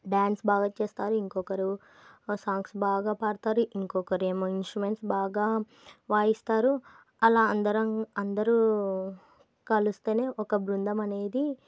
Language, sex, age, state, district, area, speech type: Telugu, female, 18-30, Andhra Pradesh, Nandyal, urban, spontaneous